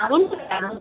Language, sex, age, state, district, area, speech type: Kannada, female, 45-60, Karnataka, Dakshina Kannada, rural, conversation